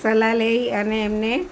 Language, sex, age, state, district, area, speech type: Gujarati, female, 45-60, Gujarat, Valsad, rural, spontaneous